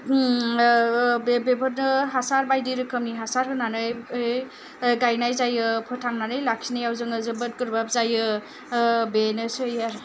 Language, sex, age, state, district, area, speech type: Bodo, female, 30-45, Assam, Kokrajhar, rural, spontaneous